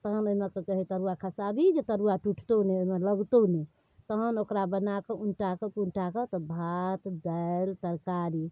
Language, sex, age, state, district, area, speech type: Maithili, female, 45-60, Bihar, Darbhanga, rural, spontaneous